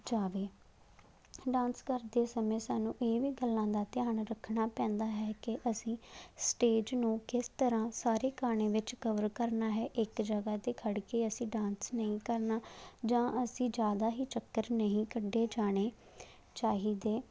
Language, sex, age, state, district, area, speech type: Punjabi, female, 18-30, Punjab, Faridkot, rural, spontaneous